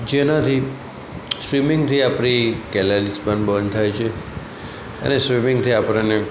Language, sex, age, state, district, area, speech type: Gujarati, male, 18-30, Gujarat, Aravalli, rural, spontaneous